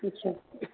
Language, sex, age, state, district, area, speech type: Sindhi, female, 45-60, Maharashtra, Mumbai Suburban, urban, conversation